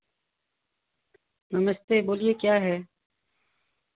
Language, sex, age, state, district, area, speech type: Hindi, female, 45-60, Uttar Pradesh, Varanasi, urban, conversation